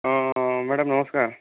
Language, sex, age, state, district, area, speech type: Odia, male, 30-45, Odisha, Boudh, rural, conversation